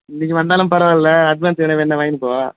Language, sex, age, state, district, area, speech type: Tamil, male, 30-45, Tamil Nadu, Chengalpattu, rural, conversation